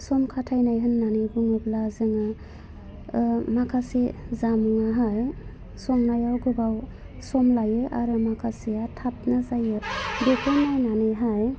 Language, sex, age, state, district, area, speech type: Bodo, female, 30-45, Assam, Udalguri, rural, spontaneous